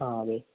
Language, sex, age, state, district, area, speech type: Malayalam, male, 18-30, Kerala, Idukki, rural, conversation